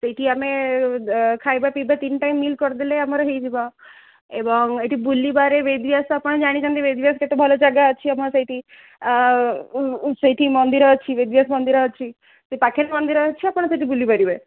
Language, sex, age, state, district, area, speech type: Odia, female, 30-45, Odisha, Sundergarh, urban, conversation